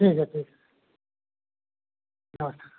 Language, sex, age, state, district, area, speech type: Hindi, male, 60+, Uttar Pradesh, Pratapgarh, rural, conversation